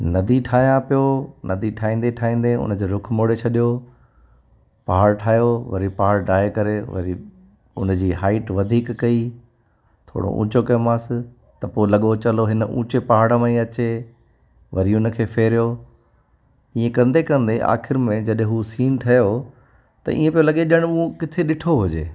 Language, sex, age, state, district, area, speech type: Sindhi, male, 45-60, Gujarat, Kutch, urban, spontaneous